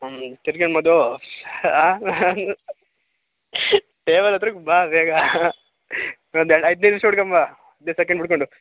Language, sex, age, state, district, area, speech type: Kannada, male, 18-30, Karnataka, Mandya, rural, conversation